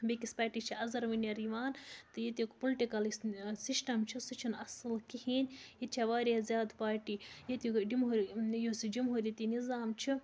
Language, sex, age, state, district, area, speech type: Kashmiri, female, 60+, Jammu and Kashmir, Baramulla, rural, spontaneous